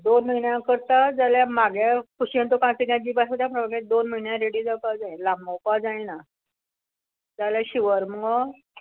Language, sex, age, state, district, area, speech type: Goan Konkani, female, 60+, Goa, Quepem, rural, conversation